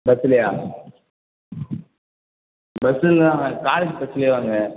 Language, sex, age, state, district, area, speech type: Tamil, male, 30-45, Tamil Nadu, Cuddalore, rural, conversation